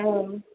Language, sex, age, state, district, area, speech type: Bodo, female, 45-60, Assam, Chirang, rural, conversation